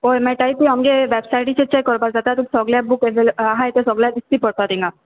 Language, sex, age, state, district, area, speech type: Goan Konkani, female, 18-30, Goa, Salcete, rural, conversation